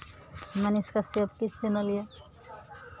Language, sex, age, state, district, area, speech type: Maithili, female, 30-45, Bihar, Araria, urban, spontaneous